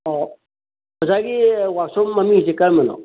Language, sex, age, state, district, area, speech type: Manipuri, male, 45-60, Manipur, Kangpokpi, urban, conversation